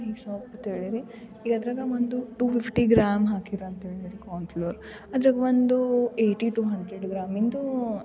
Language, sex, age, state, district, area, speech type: Kannada, female, 18-30, Karnataka, Gulbarga, urban, spontaneous